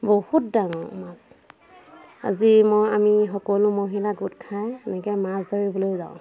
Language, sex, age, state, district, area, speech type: Assamese, female, 45-60, Assam, Dhemaji, urban, spontaneous